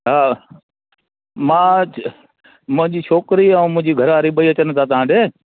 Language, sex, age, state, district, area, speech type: Sindhi, male, 60+, Madhya Pradesh, Katni, urban, conversation